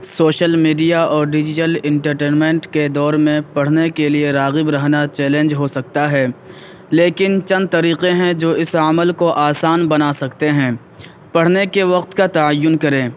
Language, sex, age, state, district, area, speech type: Urdu, male, 18-30, Uttar Pradesh, Saharanpur, urban, spontaneous